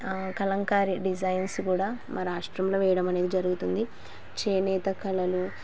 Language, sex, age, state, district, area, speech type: Telugu, female, 30-45, Andhra Pradesh, Kurnool, rural, spontaneous